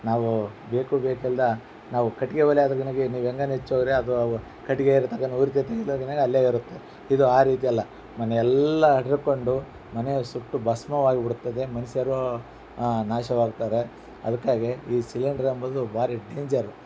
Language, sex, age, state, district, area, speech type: Kannada, male, 45-60, Karnataka, Bellary, rural, spontaneous